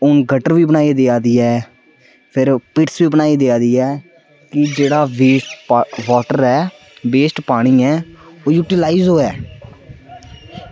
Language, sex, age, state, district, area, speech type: Dogri, male, 18-30, Jammu and Kashmir, Samba, rural, spontaneous